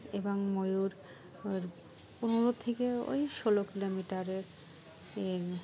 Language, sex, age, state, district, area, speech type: Bengali, female, 18-30, West Bengal, Dakshin Dinajpur, urban, spontaneous